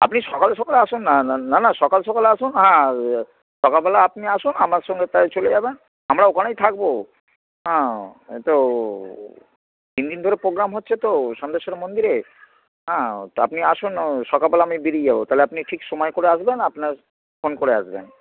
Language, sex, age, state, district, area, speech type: Bengali, male, 45-60, West Bengal, Hooghly, urban, conversation